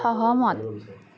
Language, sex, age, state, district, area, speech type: Assamese, female, 30-45, Assam, Darrang, rural, read